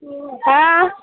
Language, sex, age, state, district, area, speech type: Goan Konkani, female, 30-45, Goa, Murmgao, rural, conversation